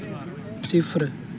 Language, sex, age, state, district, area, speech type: Dogri, male, 18-30, Jammu and Kashmir, Samba, rural, read